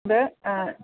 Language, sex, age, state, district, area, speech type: Malayalam, female, 45-60, Kerala, Pathanamthitta, rural, conversation